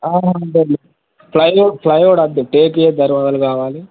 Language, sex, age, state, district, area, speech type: Telugu, male, 18-30, Telangana, Mahabubabad, urban, conversation